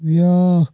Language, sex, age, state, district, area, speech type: Kashmiri, male, 30-45, Jammu and Kashmir, Anantnag, rural, read